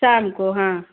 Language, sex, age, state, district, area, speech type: Hindi, female, 45-60, Uttar Pradesh, Bhadohi, urban, conversation